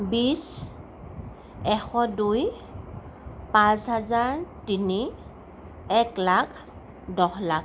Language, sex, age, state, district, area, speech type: Assamese, female, 45-60, Assam, Sonitpur, urban, spontaneous